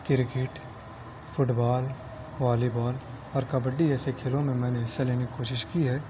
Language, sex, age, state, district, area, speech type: Urdu, male, 18-30, Delhi, South Delhi, urban, spontaneous